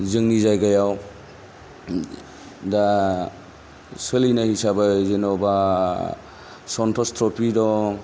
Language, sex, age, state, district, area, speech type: Bodo, male, 45-60, Assam, Kokrajhar, rural, spontaneous